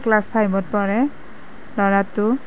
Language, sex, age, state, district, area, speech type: Assamese, female, 30-45, Assam, Nalbari, rural, spontaneous